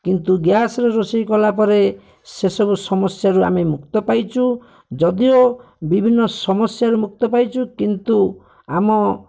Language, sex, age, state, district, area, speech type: Odia, male, 45-60, Odisha, Bhadrak, rural, spontaneous